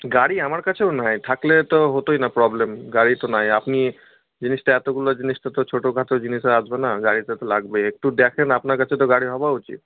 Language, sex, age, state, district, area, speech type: Bengali, male, 18-30, West Bengal, Malda, rural, conversation